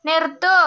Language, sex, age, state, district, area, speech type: Malayalam, female, 45-60, Kerala, Kozhikode, urban, read